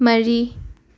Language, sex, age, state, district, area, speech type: Manipuri, female, 45-60, Manipur, Imphal West, urban, read